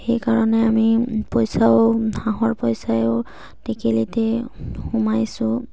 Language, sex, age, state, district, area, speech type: Assamese, female, 18-30, Assam, Charaideo, rural, spontaneous